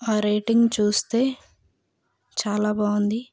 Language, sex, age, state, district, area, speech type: Telugu, female, 60+, Andhra Pradesh, Vizianagaram, rural, spontaneous